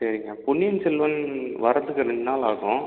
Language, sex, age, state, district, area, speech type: Tamil, male, 30-45, Tamil Nadu, Viluppuram, urban, conversation